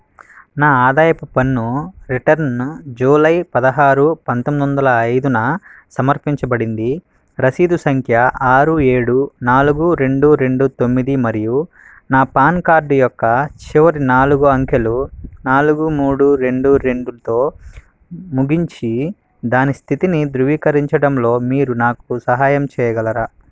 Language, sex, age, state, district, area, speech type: Telugu, male, 18-30, Andhra Pradesh, Sri Balaji, rural, read